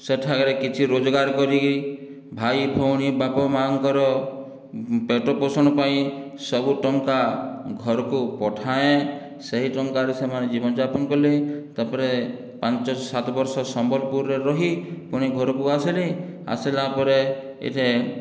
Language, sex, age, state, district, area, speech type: Odia, male, 60+, Odisha, Boudh, rural, spontaneous